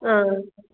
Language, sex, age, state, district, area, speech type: Manipuri, female, 18-30, Manipur, Kakching, urban, conversation